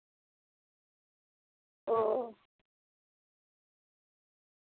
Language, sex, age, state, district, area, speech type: Santali, female, 30-45, West Bengal, Birbhum, rural, conversation